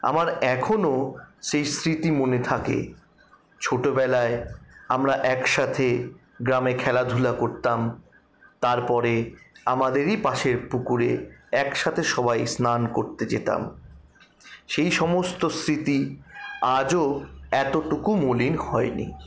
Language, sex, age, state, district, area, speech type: Bengali, male, 60+, West Bengal, Paschim Bardhaman, rural, spontaneous